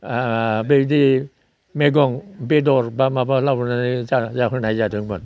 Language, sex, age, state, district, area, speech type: Bodo, male, 60+, Assam, Udalguri, rural, spontaneous